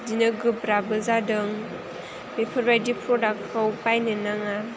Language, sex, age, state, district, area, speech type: Bodo, female, 18-30, Assam, Chirang, rural, spontaneous